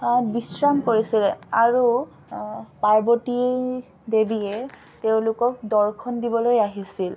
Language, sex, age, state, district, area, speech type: Assamese, female, 18-30, Assam, Dhemaji, rural, spontaneous